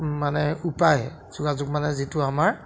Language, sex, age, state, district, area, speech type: Assamese, male, 30-45, Assam, Jorhat, urban, spontaneous